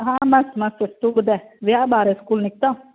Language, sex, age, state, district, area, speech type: Sindhi, female, 45-60, Maharashtra, Thane, urban, conversation